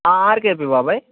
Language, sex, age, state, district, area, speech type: Telugu, male, 45-60, Telangana, Mancherial, rural, conversation